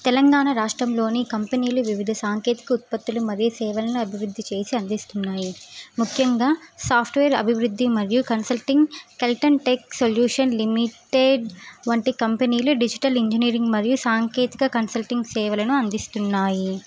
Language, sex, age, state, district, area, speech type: Telugu, female, 18-30, Telangana, Suryapet, urban, spontaneous